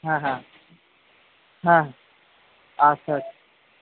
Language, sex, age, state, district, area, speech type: Bengali, male, 30-45, West Bengal, Purba Bardhaman, urban, conversation